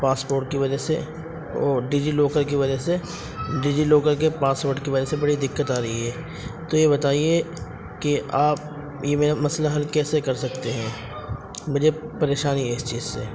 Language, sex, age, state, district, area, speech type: Urdu, male, 18-30, Uttar Pradesh, Ghaziabad, rural, spontaneous